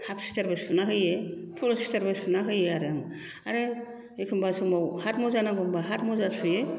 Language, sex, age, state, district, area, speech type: Bodo, female, 60+, Assam, Kokrajhar, rural, spontaneous